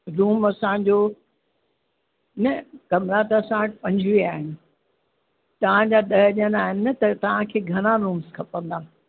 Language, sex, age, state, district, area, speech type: Sindhi, female, 60+, Uttar Pradesh, Lucknow, urban, conversation